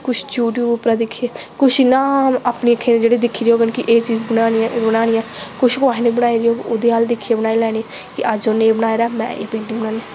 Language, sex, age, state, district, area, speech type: Dogri, female, 18-30, Jammu and Kashmir, Samba, rural, spontaneous